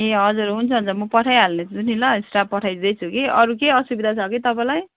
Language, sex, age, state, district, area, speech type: Nepali, female, 45-60, West Bengal, Jalpaiguri, urban, conversation